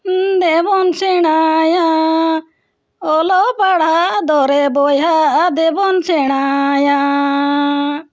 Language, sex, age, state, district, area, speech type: Santali, female, 60+, Jharkhand, Bokaro, rural, spontaneous